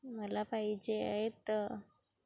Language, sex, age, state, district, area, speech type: Marathi, female, 18-30, Maharashtra, Wardha, rural, spontaneous